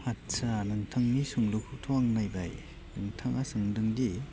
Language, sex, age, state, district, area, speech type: Bodo, male, 18-30, Assam, Baksa, rural, spontaneous